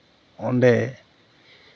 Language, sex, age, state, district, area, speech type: Santali, male, 45-60, West Bengal, Purulia, rural, spontaneous